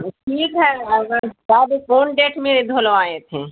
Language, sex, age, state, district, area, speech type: Urdu, female, 60+, Bihar, Gaya, urban, conversation